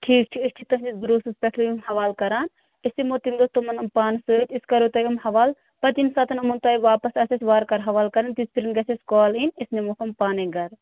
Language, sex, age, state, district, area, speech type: Kashmiri, female, 18-30, Jammu and Kashmir, Bandipora, rural, conversation